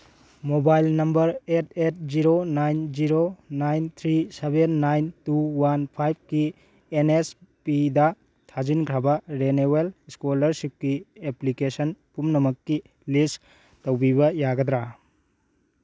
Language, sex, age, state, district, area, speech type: Manipuri, male, 18-30, Manipur, Churachandpur, rural, read